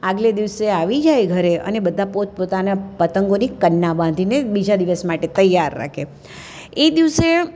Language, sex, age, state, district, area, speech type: Gujarati, female, 60+, Gujarat, Surat, urban, spontaneous